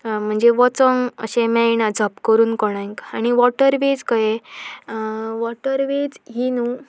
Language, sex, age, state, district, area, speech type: Goan Konkani, female, 18-30, Goa, Pernem, rural, spontaneous